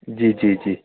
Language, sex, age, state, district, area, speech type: Hindi, male, 30-45, Madhya Pradesh, Ujjain, urban, conversation